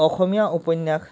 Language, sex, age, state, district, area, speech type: Assamese, male, 30-45, Assam, Sivasagar, rural, spontaneous